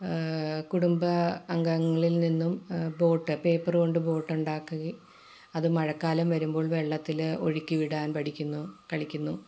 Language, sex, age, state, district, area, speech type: Malayalam, female, 45-60, Kerala, Ernakulam, rural, spontaneous